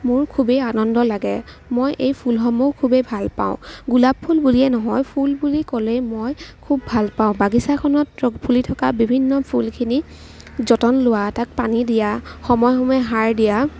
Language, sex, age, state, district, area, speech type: Assamese, female, 18-30, Assam, Kamrup Metropolitan, urban, spontaneous